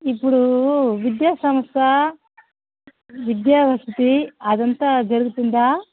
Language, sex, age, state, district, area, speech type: Telugu, female, 60+, Andhra Pradesh, Sri Balaji, urban, conversation